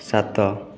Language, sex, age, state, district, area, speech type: Odia, male, 18-30, Odisha, Puri, urban, read